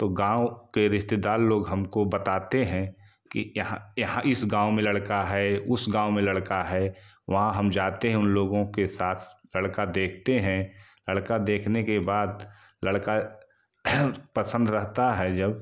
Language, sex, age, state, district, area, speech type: Hindi, male, 45-60, Uttar Pradesh, Jaunpur, rural, spontaneous